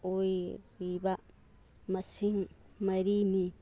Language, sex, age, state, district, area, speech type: Manipuri, female, 30-45, Manipur, Churachandpur, rural, read